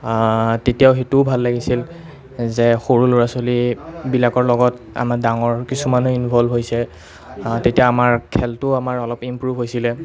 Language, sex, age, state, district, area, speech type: Assamese, male, 30-45, Assam, Nalbari, rural, spontaneous